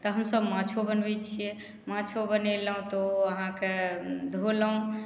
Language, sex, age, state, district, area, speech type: Maithili, female, 45-60, Bihar, Madhubani, rural, spontaneous